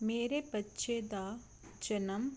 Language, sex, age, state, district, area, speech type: Punjabi, female, 30-45, Punjab, Fazilka, rural, spontaneous